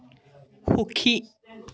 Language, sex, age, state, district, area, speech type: Assamese, male, 18-30, Assam, Jorhat, urban, read